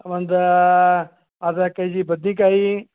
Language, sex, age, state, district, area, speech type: Kannada, male, 60+, Karnataka, Dharwad, rural, conversation